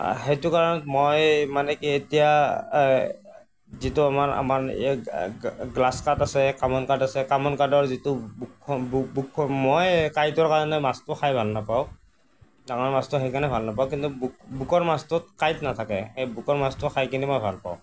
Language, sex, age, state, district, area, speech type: Assamese, male, 60+, Assam, Nagaon, rural, spontaneous